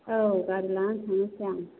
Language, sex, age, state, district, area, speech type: Bodo, female, 60+, Assam, Chirang, rural, conversation